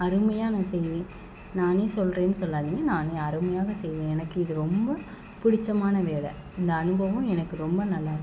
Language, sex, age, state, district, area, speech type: Tamil, female, 18-30, Tamil Nadu, Sivaganga, rural, spontaneous